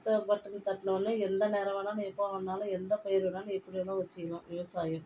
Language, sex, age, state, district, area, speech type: Tamil, female, 45-60, Tamil Nadu, Viluppuram, rural, spontaneous